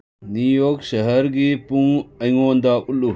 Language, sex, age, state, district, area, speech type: Manipuri, male, 60+, Manipur, Churachandpur, urban, read